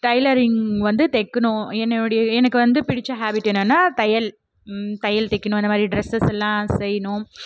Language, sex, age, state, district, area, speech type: Tamil, female, 18-30, Tamil Nadu, Krishnagiri, rural, spontaneous